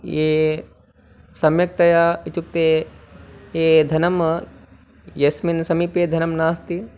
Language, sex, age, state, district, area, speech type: Sanskrit, male, 30-45, Telangana, Ranga Reddy, urban, spontaneous